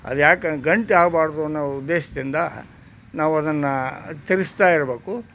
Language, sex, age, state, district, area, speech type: Kannada, male, 60+, Karnataka, Koppal, rural, spontaneous